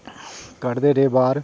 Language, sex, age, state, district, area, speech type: Dogri, male, 30-45, Jammu and Kashmir, Jammu, rural, spontaneous